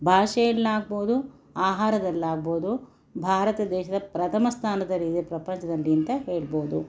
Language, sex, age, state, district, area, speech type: Kannada, female, 60+, Karnataka, Bangalore Urban, urban, spontaneous